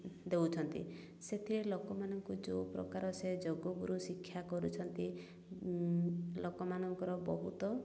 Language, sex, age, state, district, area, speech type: Odia, female, 30-45, Odisha, Mayurbhanj, rural, spontaneous